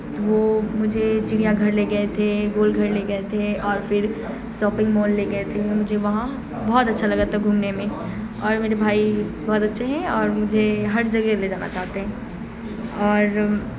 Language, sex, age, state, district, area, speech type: Urdu, female, 18-30, Bihar, Supaul, rural, spontaneous